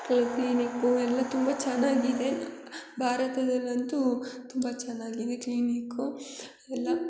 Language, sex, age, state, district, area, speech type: Kannada, female, 30-45, Karnataka, Hassan, urban, spontaneous